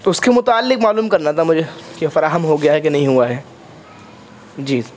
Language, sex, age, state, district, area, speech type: Urdu, male, 18-30, Uttar Pradesh, Muzaffarnagar, urban, spontaneous